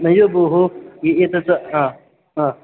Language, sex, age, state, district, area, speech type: Sanskrit, male, 30-45, Karnataka, Dakshina Kannada, urban, conversation